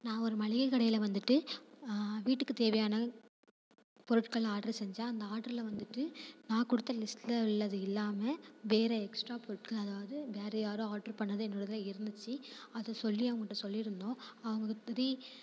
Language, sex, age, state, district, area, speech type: Tamil, female, 18-30, Tamil Nadu, Thanjavur, rural, spontaneous